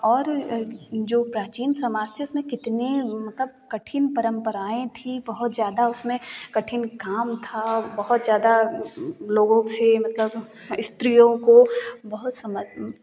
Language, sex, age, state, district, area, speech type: Hindi, female, 18-30, Uttar Pradesh, Jaunpur, rural, spontaneous